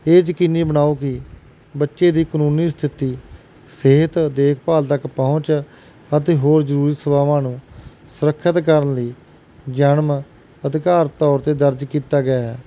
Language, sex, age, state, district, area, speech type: Punjabi, male, 30-45, Punjab, Barnala, urban, spontaneous